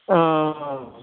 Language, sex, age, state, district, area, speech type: Assamese, male, 60+, Assam, Golaghat, rural, conversation